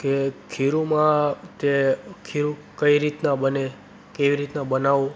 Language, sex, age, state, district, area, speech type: Gujarati, male, 18-30, Gujarat, Surat, rural, spontaneous